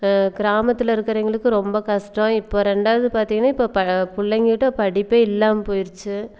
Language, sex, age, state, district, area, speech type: Tamil, female, 30-45, Tamil Nadu, Erode, rural, spontaneous